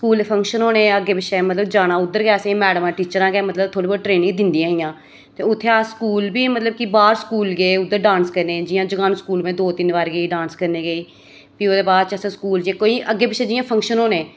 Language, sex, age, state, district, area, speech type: Dogri, female, 30-45, Jammu and Kashmir, Reasi, rural, spontaneous